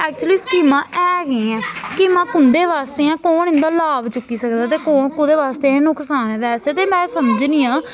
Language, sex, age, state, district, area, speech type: Dogri, female, 18-30, Jammu and Kashmir, Samba, urban, spontaneous